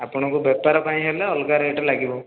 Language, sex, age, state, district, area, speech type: Odia, male, 30-45, Odisha, Khordha, rural, conversation